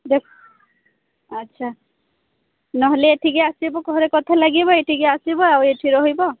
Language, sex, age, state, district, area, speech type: Odia, female, 30-45, Odisha, Sambalpur, rural, conversation